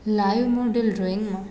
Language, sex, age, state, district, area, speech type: Gujarati, female, 30-45, Gujarat, Rajkot, urban, spontaneous